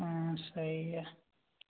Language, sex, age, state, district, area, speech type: Hindi, male, 18-30, Uttar Pradesh, Azamgarh, rural, conversation